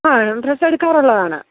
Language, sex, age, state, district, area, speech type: Malayalam, female, 30-45, Kerala, Idukki, rural, conversation